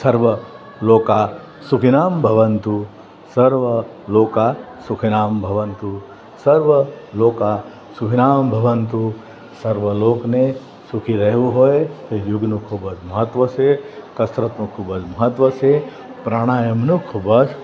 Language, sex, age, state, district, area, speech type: Gujarati, male, 45-60, Gujarat, Valsad, rural, spontaneous